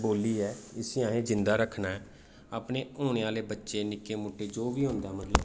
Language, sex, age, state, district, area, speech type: Dogri, male, 30-45, Jammu and Kashmir, Jammu, rural, spontaneous